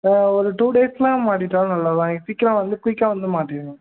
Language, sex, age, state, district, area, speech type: Tamil, male, 18-30, Tamil Nadu, Tirunelveli, rural, conversation